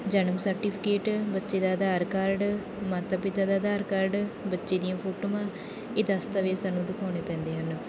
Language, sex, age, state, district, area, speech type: Punjabi, female, 18-30, Punjab, Bathinda, rural, spontaneous